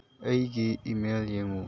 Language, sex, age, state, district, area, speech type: Manipuri, male, 18-30, Manipur, Chandel, rural, read